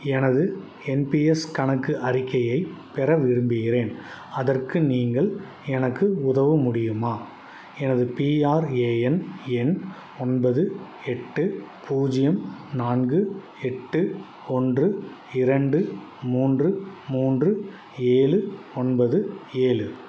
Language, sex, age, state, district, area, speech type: Tamil, male, 30-45, Tamil Nadu, Salem, urban, read